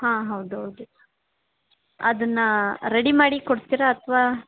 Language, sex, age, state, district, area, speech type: Kannada, female, 18-30, Karnataka, Chamarajanagar, rural, conversation